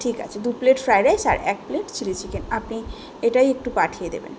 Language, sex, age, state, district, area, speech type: Bengali, female, 18-30, West Bengal, South 24 Parganas, urban, spontaneous